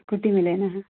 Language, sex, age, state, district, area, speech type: Hindi, female, 18-30, Madhya Pradesh, Katni, urban, conversation